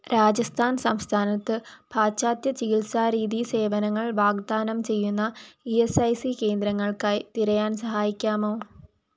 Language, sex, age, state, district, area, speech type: Malayalam, female, 18-30, Kerala, Kollam, rural, read